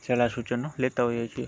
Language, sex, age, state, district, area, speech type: Gujarati, male, 45-60, Gujarat, Morbi, rural, spontaneous